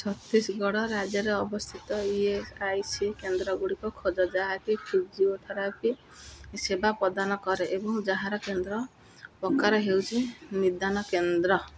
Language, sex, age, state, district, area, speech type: Odia, female, 30-45, Odisha, Jagatsinghpur, rural, read